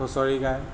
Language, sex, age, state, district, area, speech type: Assamese, male, 45-60, Assam, Tinsukia, rural, spontaneous